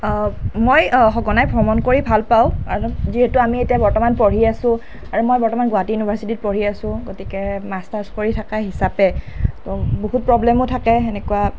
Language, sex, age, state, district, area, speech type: Assamese, female, 18-30, Assam, Nalbari, rural, spontaneous